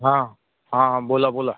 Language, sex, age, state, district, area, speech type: Marathi, male, 18-30, Maharashtra, Washim, rural, conversation